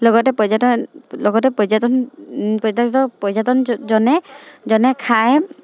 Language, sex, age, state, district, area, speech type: Assamese, female, 45-60, Assam, Dibrugarh, rural, spontaneous